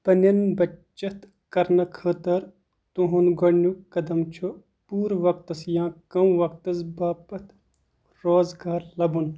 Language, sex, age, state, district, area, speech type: Kashmiri, male, 18-30, Jammu and Kashmir, Kupwara, rural, read